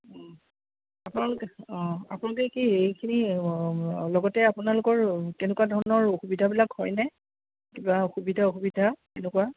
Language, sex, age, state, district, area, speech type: Assamese, female, 45-60, Assam, Kamrup Metropolitan, urban, conversation